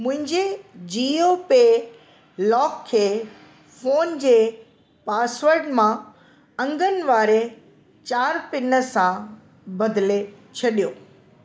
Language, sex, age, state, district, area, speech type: Sindhi, female, 60+, Delhi, South Delhi, urban, read